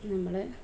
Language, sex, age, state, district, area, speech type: Malayalam, female, 18-30, Kerala, Kozhikode, rural, spontaneous